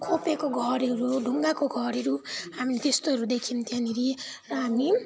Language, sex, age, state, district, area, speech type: Nepali, female, 18-30, West Bengal, Kalimpong, rural, spontaneous